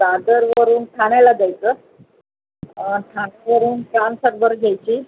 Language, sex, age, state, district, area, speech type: Marathi, female, 45-60, Maharashtra, Mumbai Suburban, urban, conversation